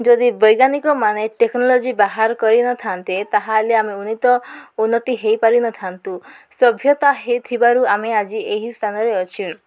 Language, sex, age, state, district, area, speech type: Odia, female, 30-45, Odisha, Koraput, urban, spontaneous